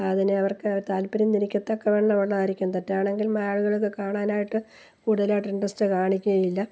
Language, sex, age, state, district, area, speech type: Malayalam, female, 60+, Kerala, Kollam, rural, spontaneous